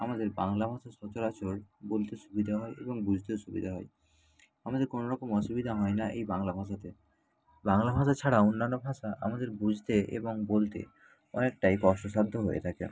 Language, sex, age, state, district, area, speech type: Bengali, male, 60+, West Bengal, Nadia, rural, spontaneous